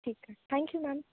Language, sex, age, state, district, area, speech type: Marathi, female, 18-30, Maharashtra, Nagpur, urban, conversation